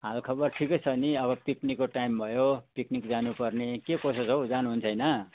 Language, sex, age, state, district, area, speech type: Nepali, male, 60+, West Bengal, Jalpaiguri, urban, conversation